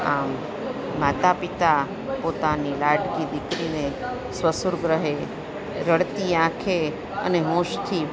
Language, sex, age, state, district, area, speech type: Gujarati, female, 45-60, Gujarat, Junagadh, urban, spontaneous